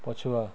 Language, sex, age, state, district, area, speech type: Odia, male, 45-60, Odisha, Nuapada, urban, read